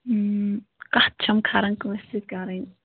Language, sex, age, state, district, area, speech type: Kashmiri, female, 18-30, Jammu and Kashmir, Shopian, rural, conversation